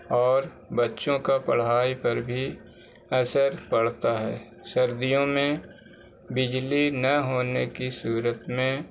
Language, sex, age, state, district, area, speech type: Urdu, male, 45-60, Bihar, Gaya, rural, spontaneous